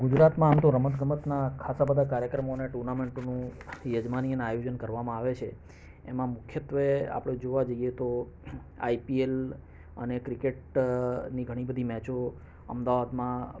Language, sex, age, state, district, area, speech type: Gujarati, male, 45-60, Gujarat, Ahmedabad, urban, spontaneous